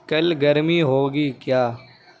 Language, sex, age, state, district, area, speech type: Urdu, male, 18-30, Delhi, Central Delhi, urban, read